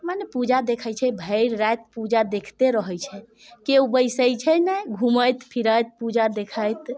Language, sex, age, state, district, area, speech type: Maithili, female, 45-60, Bihar, Muzaffarpur, rural, spontaneous